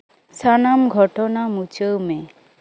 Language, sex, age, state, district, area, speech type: Santali, female, 18-30, West Bengal, Bankura, rural, read